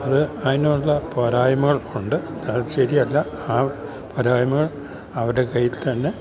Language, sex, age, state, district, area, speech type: Malayalam, male, 60+, Kerala, Idukki, rural, spontaneous